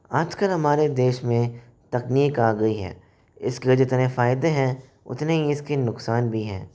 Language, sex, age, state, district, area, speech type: Hindi, male, 18-30, Rajasthan, Jaipur, urban, spontaneous